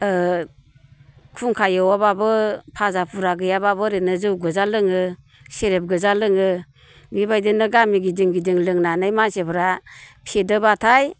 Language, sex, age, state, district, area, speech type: Bodo, female, 60+, Assam, Baksa, urban, spontaneous